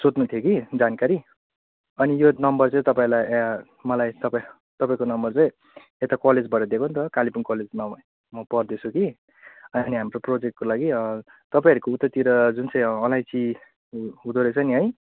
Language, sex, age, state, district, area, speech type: Nepali, male, 30-45, West Bengal, Kalimpong, rural, conversation